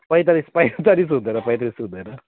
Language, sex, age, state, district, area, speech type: Nepali, male, 30-45, West Bengal, Alipurduar, urban, conversation